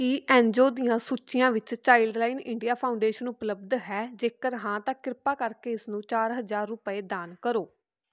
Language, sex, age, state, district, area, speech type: Punjabi, female, 18-30, Punjab, Fatehgarh Sahib, rural, read